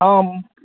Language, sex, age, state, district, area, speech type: Sanskrit, male, 30-45, Karnataka, Vijayapura, urban, conversation